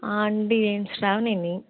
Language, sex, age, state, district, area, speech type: Telugu, female, 18-30, Andhra Pradesh, Nellore, urban, conversation